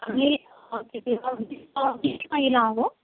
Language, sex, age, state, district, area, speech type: Marathi, female, 30-45, Maharashtra, Nagpur, rural, conversation